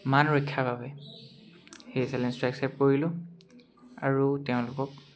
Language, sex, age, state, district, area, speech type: Assamese, male, 18-30, Assam, Dibrugarh, urban, spontaneous